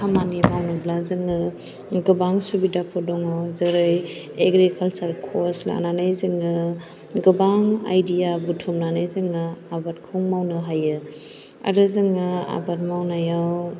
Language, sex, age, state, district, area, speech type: Bodo, female, 18-30, Assam, Chirang, rural, spontaneous